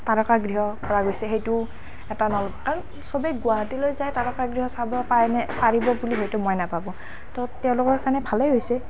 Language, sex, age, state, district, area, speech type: Assamese, female, 18-30, Assam, Nalbari, rural, spontaneous